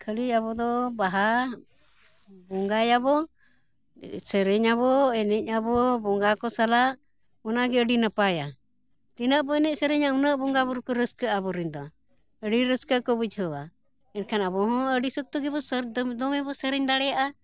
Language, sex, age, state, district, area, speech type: Santali, female, 60+, Jharkhand, Bokaro, rural, spontaneous